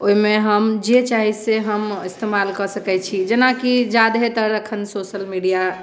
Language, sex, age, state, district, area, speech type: Maithili, female, 18-30, Bihar, Muzaffarpur, rural, spontaneous